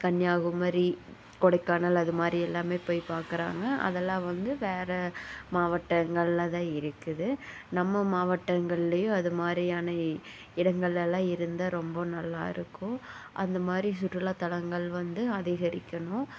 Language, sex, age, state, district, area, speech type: Tamil, female, 18-30, Tamil Nadu, Tiruppur, rural, spontaneous